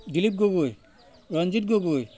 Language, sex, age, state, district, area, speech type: Assamese, male, 45-60, Assam, Sivasagar, rural, spontaneous